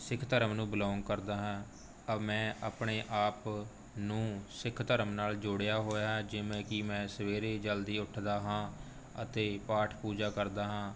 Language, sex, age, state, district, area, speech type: Punjabi, male, 18-30, Punjab, Rupnagar, urban, spontaneous